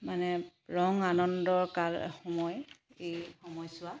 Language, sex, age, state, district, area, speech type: Assamese, female, 30-45, Assam, Charaideo, urban, spontaneous